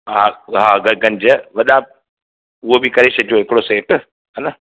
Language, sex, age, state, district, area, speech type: Sindhi, male, 30-45, Madhya Pradesh, Katni, urban, conversation